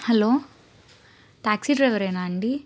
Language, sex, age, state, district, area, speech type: Telugu, female, 18-30, Andhra Pradesh, Palnadu, urban, spontaneous